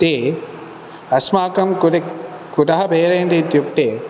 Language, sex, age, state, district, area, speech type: Sanskrit, male, 18-30, Telangana, Hyderabad, urban, spontaneous